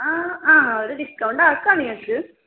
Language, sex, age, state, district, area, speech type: Malayalam, female, 18-30, Kerala, Kasaragod, rural, conversation